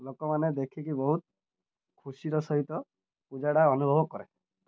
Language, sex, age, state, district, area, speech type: Odia, male, 30-45, Odisha, Malkangiri, urban, spontaneous